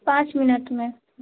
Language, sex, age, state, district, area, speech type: Urdu, female, 18-30, Bihar, Khagaria, rural, conversation